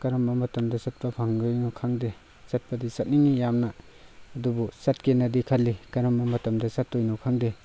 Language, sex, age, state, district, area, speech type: Manipuri, male, 18-30, Manipur, Tengnoupal, rural, spontaneous